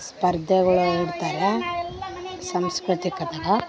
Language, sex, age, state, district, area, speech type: Kannada, female, 18-30, Karnataka, Vijayanagara, rural, spontaneous